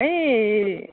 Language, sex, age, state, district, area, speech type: Assamese, female, 45-60, Assam, Nagaon, rural, conversation